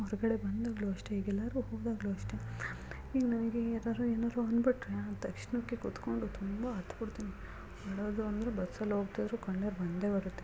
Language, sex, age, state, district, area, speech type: Kannada, female, 30-45, Karnataka, Hassan, rural, spontaneous